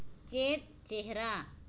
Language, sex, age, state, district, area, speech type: Santali, female, 30-45, Jharkhand, Seraikela Kharsawan, rural, read